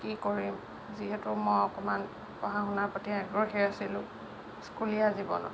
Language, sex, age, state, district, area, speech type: Assamese, female, 60+, Assam, Lakhimpur, rural, spontaneous